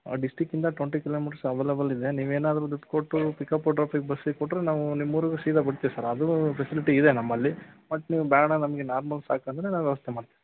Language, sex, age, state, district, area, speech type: Kannada, male, 45-60, Karnataka, Chitradurga, rural, conversation